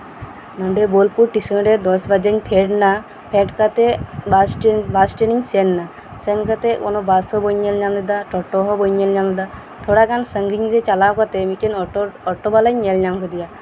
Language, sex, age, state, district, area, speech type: Santali, female, 18-30, West Bengal, Birbhum, rural, spontaneous